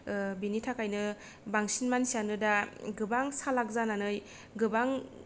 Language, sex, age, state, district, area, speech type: Bodo, female, 30-45, Assam, Kokrajhar, rural, spontaneous